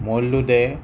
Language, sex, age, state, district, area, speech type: Assamese, male, 45-60, Assam, Sonitpur, urban, spontaneous